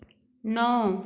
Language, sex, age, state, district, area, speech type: Hindi, female, 30-45, Uttar Pradesh, Varanasi, rural, read